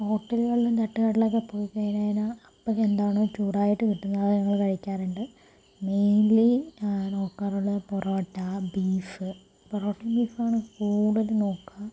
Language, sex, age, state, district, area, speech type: Malayalam, female, 30-45, Kerala, Palakkad, rural, spontaneous